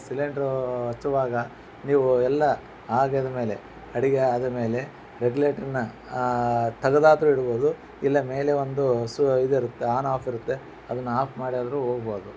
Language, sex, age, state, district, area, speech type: Kannada, male, 45-60, Karnataka, Bellary, rural, spontaneous